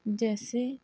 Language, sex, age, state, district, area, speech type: Urdu, female, 30-45, Uttar Pradesh, Lucknow, urban, spontaneous